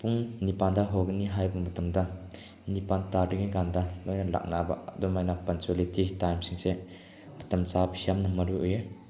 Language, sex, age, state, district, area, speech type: Manipuri, male, 18-30, Manipur, Chandel, rural, spontaneous